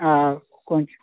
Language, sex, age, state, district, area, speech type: Telugu, male, 30-45, Telangana, Khammam, urban, conversation